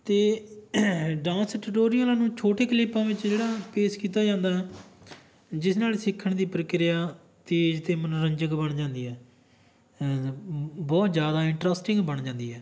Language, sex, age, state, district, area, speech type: Punjabi, male, 30-45, Punjab, Barnala, rural, spontaneous